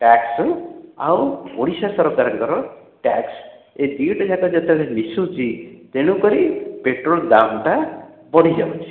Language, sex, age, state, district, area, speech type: Odia, male, 60+, Odisha, Khordha, rural, conversation